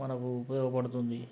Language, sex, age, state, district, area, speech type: Telugu, male, 45-60, Telangana, Nalgonda, rural, spontaneous